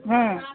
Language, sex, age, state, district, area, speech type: Bengali, female, 30-45, West Bengal, Birbhum, urban, conversation